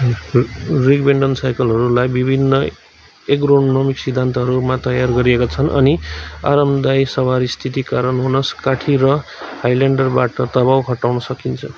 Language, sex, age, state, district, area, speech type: Nepali, male, 30-45, West Bengal, Kalimpong, rural, read